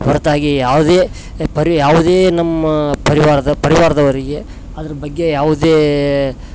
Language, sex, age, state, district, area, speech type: Kannada, male, 30-45, Karnataka, Koppal, rural, spontaneous